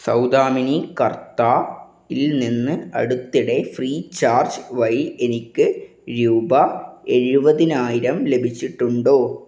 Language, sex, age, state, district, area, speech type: Malayalam, male, 18-30, Kerala, Kannur, rural, read